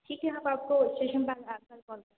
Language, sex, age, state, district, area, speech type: Hindi, female, 18-30, Madhya Pradesh, Hoshangabad, rural, conversation